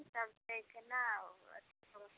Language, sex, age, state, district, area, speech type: Maithili, female, 45-60, Bihar, Muzaffarpur, rural, conversation